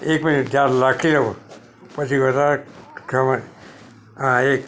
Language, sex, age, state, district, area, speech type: Gujarati, male, 60+, Gujarat, Narmada, urban, spontaneous